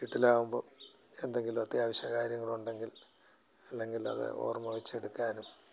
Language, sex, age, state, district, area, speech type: Malayalam, male, 60+, Kerala, Alappuzha, rural, spontaneous